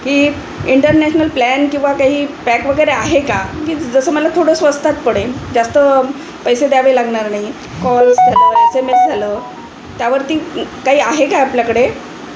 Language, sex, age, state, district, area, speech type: Marathi, female, 60+, Maharashtra, Wardha, urban, spontaneous